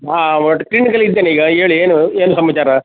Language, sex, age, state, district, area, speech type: Kannada, male, 60+, Karnataka, Dakshina Kannada, rural, conversation